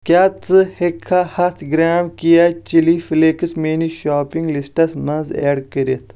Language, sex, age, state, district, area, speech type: Kashmiri, male, 18-30, Jammu and Kashmir, Kulgam, urban, read